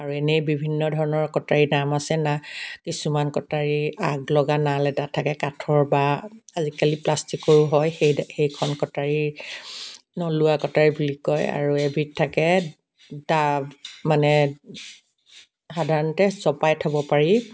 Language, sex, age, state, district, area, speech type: Assamese, female, 60+, Assam, Dibrugarh, rural, spontaneous